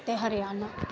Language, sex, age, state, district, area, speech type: Dogri, female, 18-30, Jammu and Kashmir, Reasi, rural, spontaneous